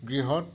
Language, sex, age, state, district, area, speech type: Assamese, male, 60+, Assam, Majuli, rural, spontaneous